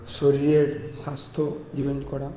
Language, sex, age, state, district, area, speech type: Bengali, male, 30-45, West Bengal, Bankura, urban, spontaneous